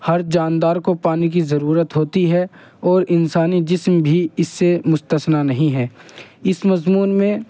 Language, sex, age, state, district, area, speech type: Urdu, male, 30-45, Uttar Pradesh, Muzaffarnagar, urban, spontaneous